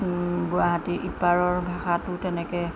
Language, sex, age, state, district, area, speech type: Assamese, female, 45-60, Assam, Jorhat, urban, spontaneous